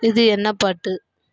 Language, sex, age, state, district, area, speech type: Tamil, female, 18-30, Tamil Nadu, Kallakurichi, rural, read